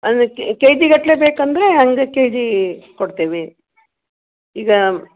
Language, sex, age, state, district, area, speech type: Kannada, female, 60+, Karnataka, Gadag, rural, conversation